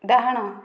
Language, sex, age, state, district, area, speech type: Odia, female, 30-45, Odisha, Dhenkanal, rural, read